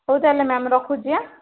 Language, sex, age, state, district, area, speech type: Odia, female, 45-60, Odisha, Bhadrak, rural, conversation